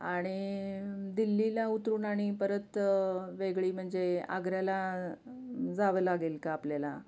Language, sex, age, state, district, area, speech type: Marathi, female, 45-60, Maharashtra, Osmanabad, rural, spontaneous